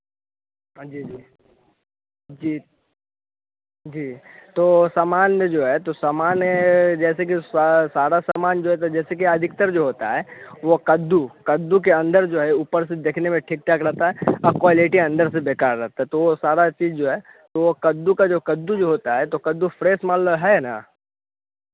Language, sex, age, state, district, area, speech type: Hindi, male, 18-30, Bihar, Vaishali, rural, conversation